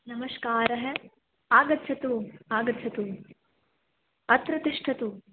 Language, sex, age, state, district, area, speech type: Sanskrit, female, 18-30, Rajasthan, Jaipur, urban, conversation